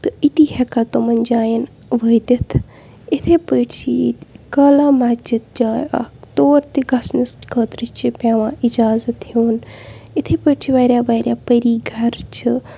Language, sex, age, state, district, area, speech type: Kashmiri, female, 18-30, Jammu and Kashmir, Bandipora, urban, spontaneous